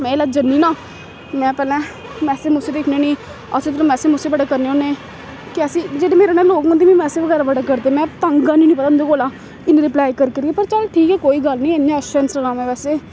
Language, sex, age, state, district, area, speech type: Dogri, female, 18-30, Jammu and Kashmir, Samba, rural, spontaneous